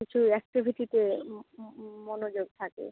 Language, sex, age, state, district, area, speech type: Bengali, female, 30-45, West Bengal, Malda, urban, conversation